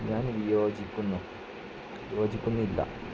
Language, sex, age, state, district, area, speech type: Malayalam, male, 18-30, Kerala, Malappuram, rural, spontaneous